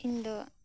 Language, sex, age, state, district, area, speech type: Santali, female, 18-30, West Bengal, Birbhum, rural, spontaneous